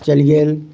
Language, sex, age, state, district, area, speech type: Maithili, male, 30-45, Bihar, Muzaffarpur, rural, spontaneous